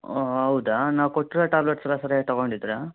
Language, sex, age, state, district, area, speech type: Kannada, male, 18-30, Karnataka, Davanagere, urban, conversation